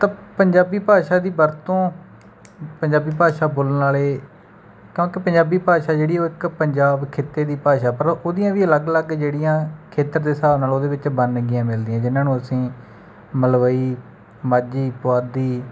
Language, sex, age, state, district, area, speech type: Punjabi, male, 30-45, Punjab, Bathinda, rural, spontaneous